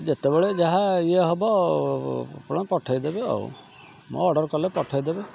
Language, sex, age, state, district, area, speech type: Odia, male, 45-60, Odisha, Kendrapara, urban, spontaneous